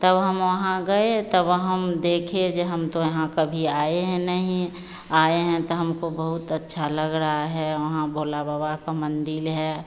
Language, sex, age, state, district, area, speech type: Hindi, female, 45-60, Bihar, Begusarai, urban, spontaneous